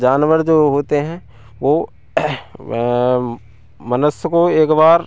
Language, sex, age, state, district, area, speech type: Hindi, male, 30-45, Madhya Pradesh, Hoshangabad, rural, spontaneous